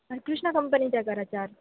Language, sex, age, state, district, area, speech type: Marathi, female, 18-30, Maharashtra, Ahmednagar, urban, conversation